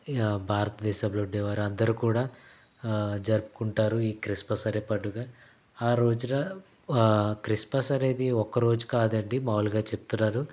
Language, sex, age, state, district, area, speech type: Telugu, male, 30-45, Andhra Pradesh, Konaseema, rural, spontaneous